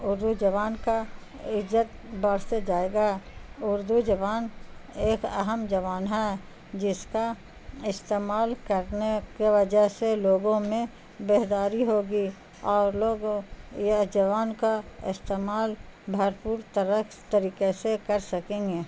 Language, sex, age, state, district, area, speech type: Urdu, female, 60+, Bihar, Gaya, urban, spontaneous